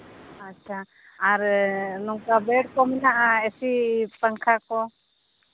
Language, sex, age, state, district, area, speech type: Santali, female, 30-45, Jharkhand, Seraikela Kharsawan, rural, conversation